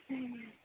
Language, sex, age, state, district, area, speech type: Hindi, female, 18-30, Uttar Pradesh, Ghazipur, rural, conversation